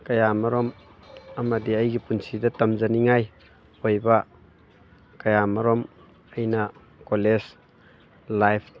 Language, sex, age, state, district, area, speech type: Manipuri, male, 18-30, Manipur, Thoubal, rural, spontaneous